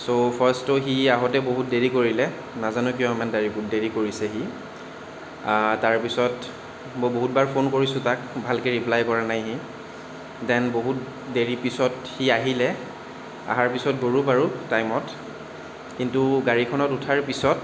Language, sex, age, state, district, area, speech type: Assamese, male, 30-45, Assam, Kamrup Metropolitan, urban, spontaneous